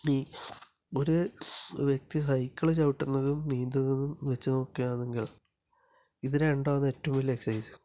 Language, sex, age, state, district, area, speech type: Malayalam, male, 30-45, Kerala, Kasaragod, urban, spontaneous